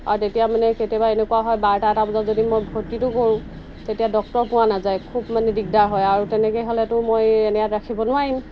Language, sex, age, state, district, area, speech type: Assamese, female, 30-45, Assam, Golaghat, rural, spontaneous